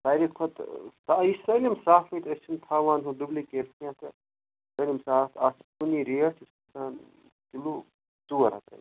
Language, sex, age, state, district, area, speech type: Kashmiri, male, 45-60, Jammu and Kashmir, Ganderbal, rural, conversation